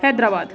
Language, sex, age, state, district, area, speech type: Punjabi, female, 18-30, Punjab, Amritsar, urban, spontaneous